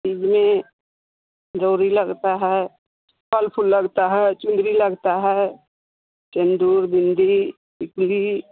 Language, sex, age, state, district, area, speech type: Hindi, female, 45-60, Bihar, Vaishali, rural, conversation